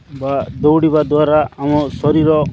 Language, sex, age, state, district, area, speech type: Odia, male, 45-60, Odisha, Nabarangpur, rural, spontaneous